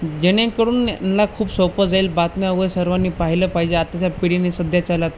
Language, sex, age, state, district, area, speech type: Marathi, male, 30-45, Maharashtra, Nanded, rural, spontaneous